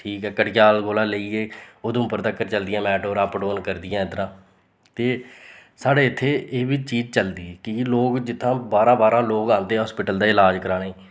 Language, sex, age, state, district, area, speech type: Dogri, male, 30-45, Jammu and Kashmir, Reasi, rural, spontaneous